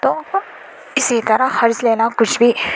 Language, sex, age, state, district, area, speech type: Urdu, female, 18-30, Telangana, Hyderabad, urban, spontaneous